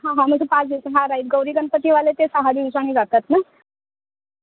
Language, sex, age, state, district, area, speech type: Marathi, female, 18-30, Maharashtra, Solapur, urban, conversation